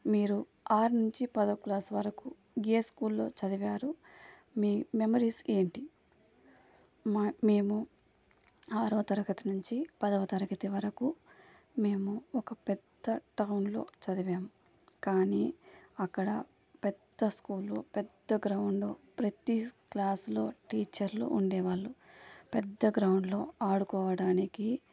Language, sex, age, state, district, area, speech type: Telugu, female, 30-45, Andhra Pradesh, Sri Balaji, rural, spontaneous